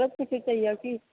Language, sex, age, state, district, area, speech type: Maithili, female, 18-30, Bihar, Purnia, rural, conversation